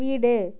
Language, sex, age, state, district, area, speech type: Tamil, female, 45-60, Tamil Nadu, Namakkal, rural, read